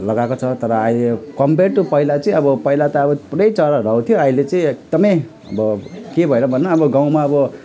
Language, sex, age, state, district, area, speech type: Nepali, male, 30-45, West Bengal, Alipurduar, urban, spontaneous